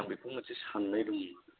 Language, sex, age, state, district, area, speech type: Bodo, male, 30-45, Assam, Kokrajhar, rural, conversation